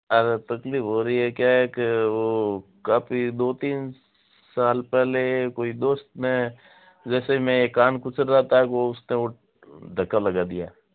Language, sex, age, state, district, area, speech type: Hindi, male, 60+, Rajasthan, Jodhpur, urban, conversation